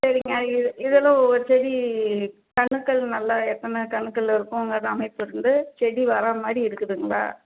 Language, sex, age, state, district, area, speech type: Tamil, female, 45-60, Tamil Nadu, Salem, rural, conversation